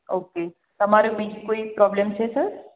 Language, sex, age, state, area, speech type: Gujarati, female, 30-45, Gujarat, urban, conversation